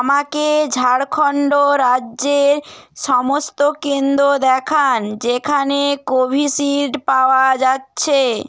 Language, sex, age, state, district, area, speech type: Bengali, female, 18-30, West Bengal, Hooghly, urban, read